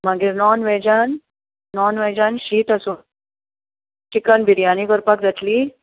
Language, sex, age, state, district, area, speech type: Goan Konkani, female, 30-45, Goa, Bardez, rural, conversation